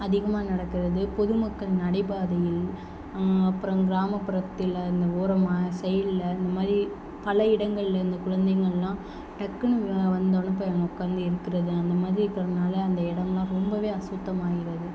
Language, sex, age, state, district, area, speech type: Tamil, female, 18-30, Tamil Nadu, Sivaganga, rural, spontaneous